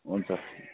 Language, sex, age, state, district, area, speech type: Nepali, male, 18-30, West Bengal, Kalimpong, rural, conversation